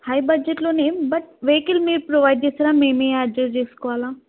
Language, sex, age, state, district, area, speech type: Telugu, female, 18-30, Telangana, Mahbubnagar, urban, conversation